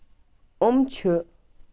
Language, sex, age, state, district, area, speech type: Kashmiri, male, 18-30, Jammu and Kashmir, Kupwara, rural, spontaneous